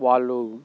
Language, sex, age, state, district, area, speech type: Telugu, male, 18-30, Telangana, Nalgonda, rural, spontaneous